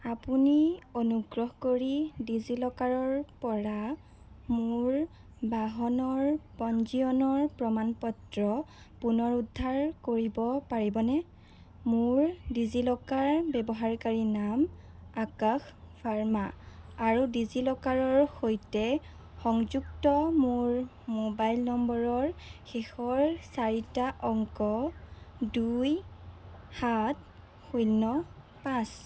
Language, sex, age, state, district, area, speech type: Assamese, female, 18-30, Assam, Jorhat, urban, read